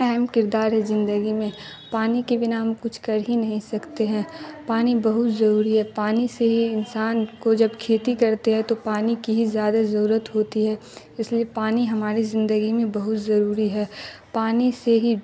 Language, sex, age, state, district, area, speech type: Urdu, female, 30-45, Bihar, Darbhanga, rural, spontaneous